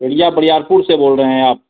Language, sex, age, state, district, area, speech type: Hindi, male, 18-30, Bihar, Begusarai, rural, conversation